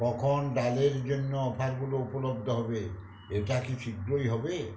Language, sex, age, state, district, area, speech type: Bengali, male, 60+, West Bengal, Uttar Dinajpur, rural, read